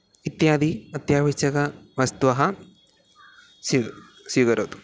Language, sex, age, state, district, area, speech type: Sanskrit, male, 18-30, Kerala, Thiruvananthapuram, urban, spontaneous